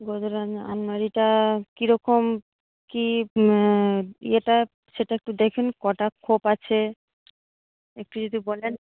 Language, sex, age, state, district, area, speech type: Bengali, female, 45-60, West Bengal, Paschim Medinipur, urban, conversation